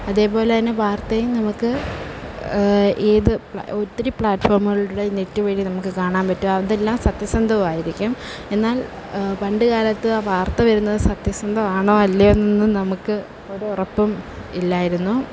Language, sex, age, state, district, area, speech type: Malayalam, female, 18-30, Kerala, Kollam, rural, spontaneous